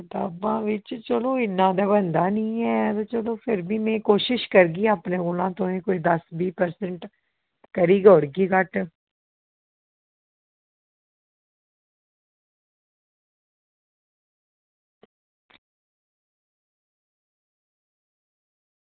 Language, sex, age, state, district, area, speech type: Dogri, female, 30-45, Jammu and Kashmir, Reasi, urban, conversation